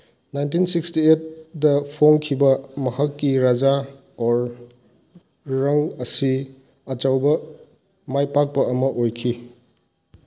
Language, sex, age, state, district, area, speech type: Manipuri, male, 45-60, Manipur, Chandel, rural, read